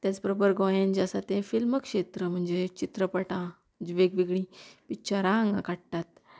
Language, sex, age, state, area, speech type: Goan Konkani, female, 30-45, Goa, rural, spontaneous